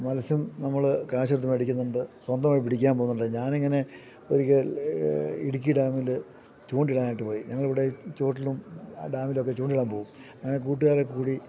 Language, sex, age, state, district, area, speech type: Malayalam, male, 60+, Kerala, Idukki, rural, spontaneous